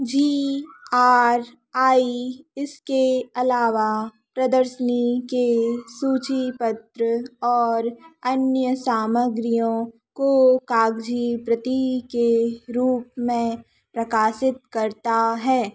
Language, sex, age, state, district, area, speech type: Hindi, female, 18-30, Madhya Pradesh, Narsinghpur, urban, read